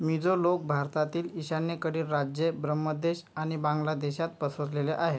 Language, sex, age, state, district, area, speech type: Marathi, male, 30-45, Maharashtra, Yavatmal, rural, read